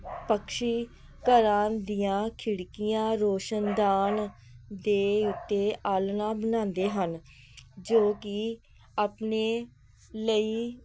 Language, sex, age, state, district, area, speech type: Punjabi, female, 45-60, Punjab, Hoshiarpur, rural, spontaneous